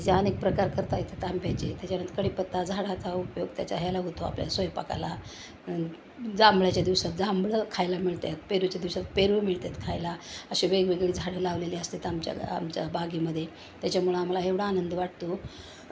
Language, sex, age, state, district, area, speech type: Marathi, female, 60+, Maharashtra, Osmanabad, rural, spontaneous